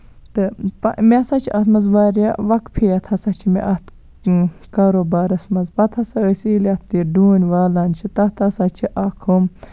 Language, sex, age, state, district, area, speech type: Kashmiri, female, 18-30, Jammu and Kashmir, Baramulla, rural, spontaneous